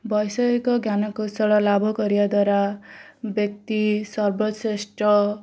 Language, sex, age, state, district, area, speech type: Odia, female, 18-30, Odisha, Bhadrak, rural, spontaneous